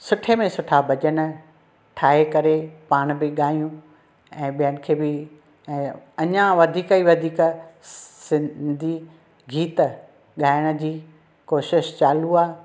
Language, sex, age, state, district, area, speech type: Sindhi, other, 60+, Maharashtra, Thane, urban, spontaneous